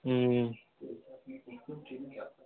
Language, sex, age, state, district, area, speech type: Bengali, male, 18-30, West Bengal, Howrah, urban, conversation